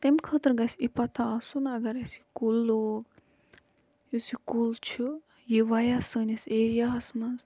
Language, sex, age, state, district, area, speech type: Kashmiri, female, 30-45, Jammu and Kashmir, Budgam, rural, spontaneous